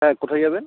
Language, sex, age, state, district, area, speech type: Bengali, male, 18-30, West Bengal, South 24 Parganas, rural, conversation